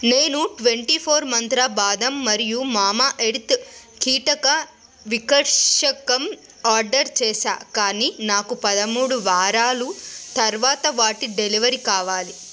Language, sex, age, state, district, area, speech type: Telugu, female, 30-45, Telangana, Hyderabad, rural, read